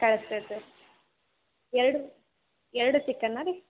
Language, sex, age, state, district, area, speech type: Kannada, female, 18-30, Karnataka, Gadag, urban, conversation